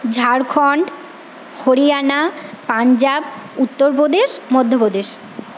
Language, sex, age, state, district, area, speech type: Bengali, female, 18-30, West Bengal, Paschim Medinipur, rural, spontaneous